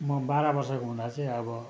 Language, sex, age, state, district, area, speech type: Nepali, male, 60+, West Bengal, Darjeeling, rural, spontaneous